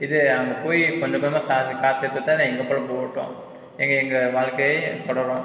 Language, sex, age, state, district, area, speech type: Tamil, male, 30-45, Tamil Nadu, Ariyalur, rural, spontaneous